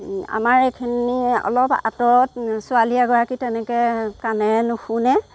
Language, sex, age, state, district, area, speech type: Assamese, female, 30-45, Assam, Golaghat, rural, spontaneous